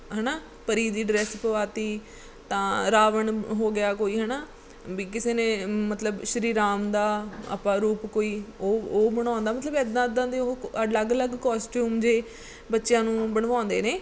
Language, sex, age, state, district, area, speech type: Punjabi, female, 30-45, Punjab, Mansa, urban, spontaneous